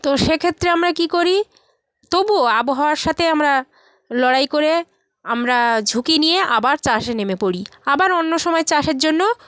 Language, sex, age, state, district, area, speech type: Bengali, female, 30-45, West Bengal, South 24 Parganas, rural, spontaneous